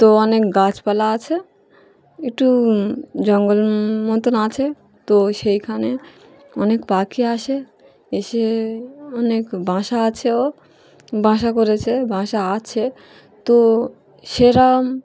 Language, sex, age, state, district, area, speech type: Bengali, female, 18-30, West Bengal, Dakshin Dinajpur, urban, spontaneous